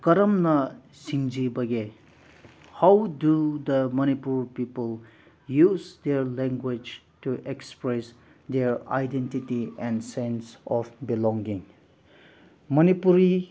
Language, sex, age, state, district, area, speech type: Manipuri, male, 18-30, Manipur, Senapati, rural, spontaneous